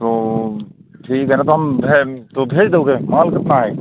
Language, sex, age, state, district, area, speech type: Hindi, male, 45-60, Madhya Pradesh, Seoni, urban, conversation